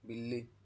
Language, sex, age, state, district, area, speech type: Urdu, male, 45-60, Maharashtra, Nashik, urban, read